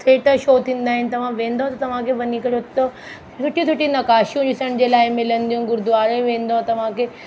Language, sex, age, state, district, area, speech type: Sindhi, female, 30-45, Delhi, South Delhi, urban, spontaneous